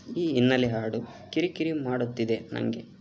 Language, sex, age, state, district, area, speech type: Kannada, male, 18-30, Karnataka, Tumkur, rural, read